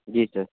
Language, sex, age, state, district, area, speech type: Hindi, male, 18-30, Uttar Pradesh, Sonbhadra, rural, conversation